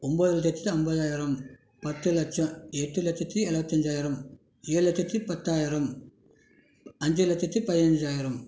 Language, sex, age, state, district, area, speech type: Tamil, male, 30-45, Tamil Nadu, Krishnagiri, rural, spontaneous